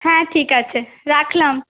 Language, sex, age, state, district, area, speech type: Bengali, female, 30-45, West Bengal, Purulia, urban, conversation